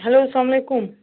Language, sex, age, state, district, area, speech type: Kashmiri, female, 45-60, Jammu and Kashmir, Baramulla, rural, conversation